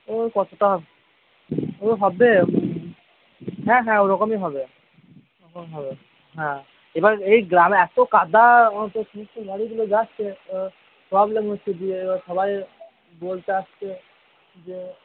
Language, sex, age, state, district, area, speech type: Bengali, male, 30-45, West Bengal, Purba Bardhaman, urban, conversation